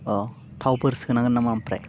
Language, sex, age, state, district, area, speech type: Bodo, male, 18-30, Assam, Baksa, rural, spontaneous